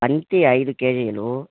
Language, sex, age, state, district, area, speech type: Telugu, male, 30-45, Andhra Pradesh, Kadapa, rural, conversation